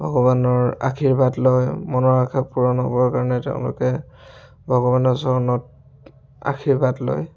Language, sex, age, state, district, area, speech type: Assamese, male, 30-45, Assam, Dhemaji, rural, spontaneous